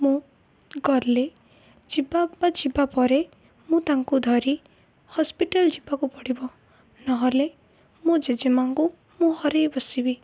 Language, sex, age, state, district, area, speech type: Odia, female, 18-30, Odisha, Ganjam, urban, spontaneous